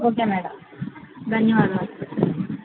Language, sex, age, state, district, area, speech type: Telugu, female, 30-45, Andhra Pradesh, Konaseema, rural, conversation